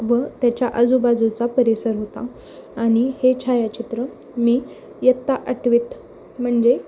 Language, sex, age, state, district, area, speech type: Marathi, female, 18-30, Maharashtra, Osmanabad, rural, spontaneous